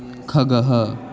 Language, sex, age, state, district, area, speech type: Sanskrit, male, 18-30, Maharashtra, Nagpur, urban, read